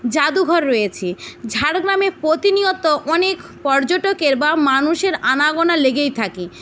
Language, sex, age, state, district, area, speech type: Bengali, female, 18-30, West Bengal, Jhargram, rural, spontaneous